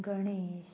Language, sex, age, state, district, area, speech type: Goan Konkani, female, 18-30, Goa, Murmgao, rural, spontaneous